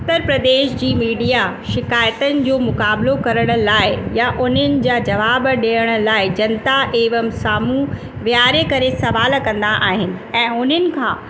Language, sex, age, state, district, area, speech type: Sindhi, female, 30-45, Uttar Pradesh, Lucknow, urban, spontaneous